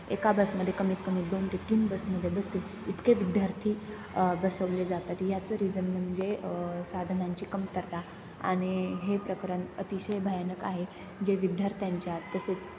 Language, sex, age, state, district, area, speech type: Marathi, female, 18-30, Maharashtra, Nashik, rural, spontaneous